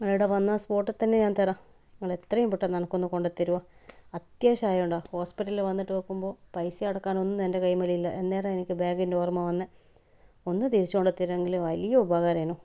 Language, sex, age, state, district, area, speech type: Malayalam, female, 30-45, Kerala, Kannur, rural, spontaneous